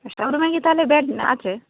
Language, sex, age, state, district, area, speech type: Bengali, female, 30-45, West Bengal, Darjeeling, urban, conversation